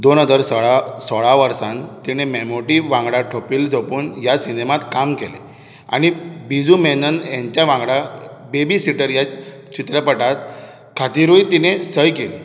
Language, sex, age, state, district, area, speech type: Goan Konkani, male, 18-30, Goa, Bardez, urban, read